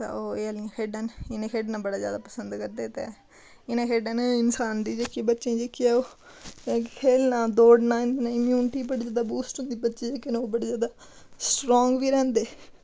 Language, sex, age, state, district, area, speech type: Dogri, female, 18-30, Jammu and Kashmir, Udhampur, rural, spontaneous